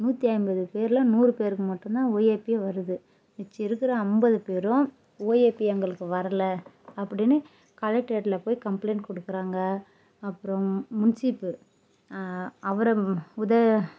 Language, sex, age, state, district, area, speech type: Tamil, female, 30-45, Tamil Nadu, Dharmapuri, rural, spontaneous